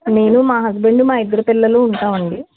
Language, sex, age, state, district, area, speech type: Telugu, female, 45-60, Andhra Pradesh, Eluru, urban, conversation